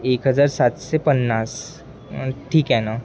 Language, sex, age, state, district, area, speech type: Marathi, male, 18-30, Maharashtra, Wardha, urban, spontaneous